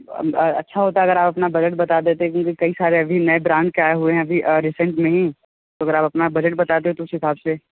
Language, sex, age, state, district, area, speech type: Hindi, male, 18-30, Uttar Pradesh, Sonbhadra, rural, conversation